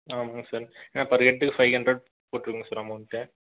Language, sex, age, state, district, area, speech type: Tamil, male, 18-30, Tamil Nadu, Erode, rural, conversation